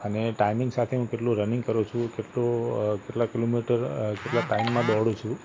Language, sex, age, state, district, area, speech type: Gujarati, male, 45-60, Gujarat, Ahmedabad, urban, spontaneous